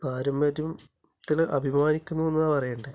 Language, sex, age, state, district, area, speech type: Malayalam, male, 30-45, Kerala, Kasaragod, urban, spontaneous